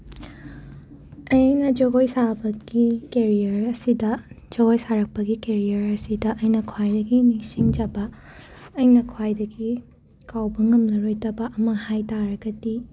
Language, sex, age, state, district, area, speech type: Manipuri, female, 45-60, Manipur, Imphal West, urban, spontaneous